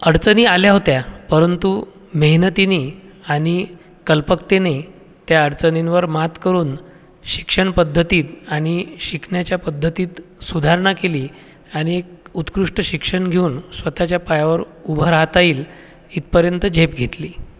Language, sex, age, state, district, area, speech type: Marathi, male, 45-60, Maharashtra, Buldhana, urban, spontaneous